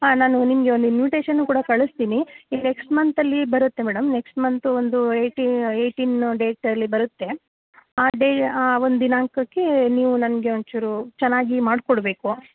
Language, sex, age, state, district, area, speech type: Kannada, female, 30-45, Karnataka, Mandya, rural, conversation